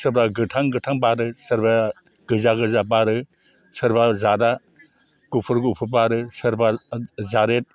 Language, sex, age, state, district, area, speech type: Bodo, male, 60+, Assam, Chirang, rural, spontaneous